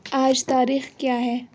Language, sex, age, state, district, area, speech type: Urdu, female, 18-30, Uttar Pradesh, Aligarh, urban, read